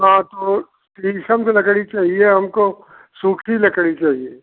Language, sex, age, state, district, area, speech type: Hindi, male, 60+, Uttar Pradesh, Jaunpur, rural, conversation